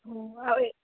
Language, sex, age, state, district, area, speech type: Malayalam, female, 18-30, Kerala, Palakkad, rural, conversation